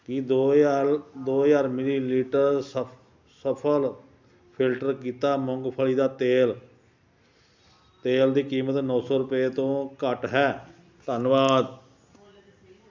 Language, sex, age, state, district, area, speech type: Punjabi, male, 60+, Punjab, Ludhiana, rural, read